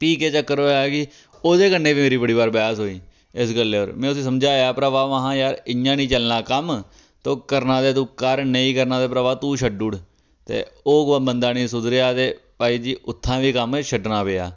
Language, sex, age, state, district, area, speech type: Dogri, male, 30-45, Jammu and Kashmir, Reasi, rural, spontaneous